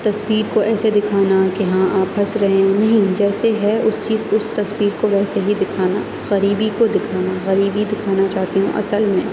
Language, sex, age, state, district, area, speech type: Urdu, female, 18-30, Uttar Pradesh, Aligarh, urban, spontaneous